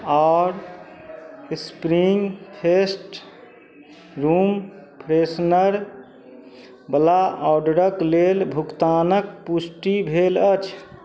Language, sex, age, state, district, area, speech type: Maithili, male, 45-60, Bihar, Madhubani, rural, read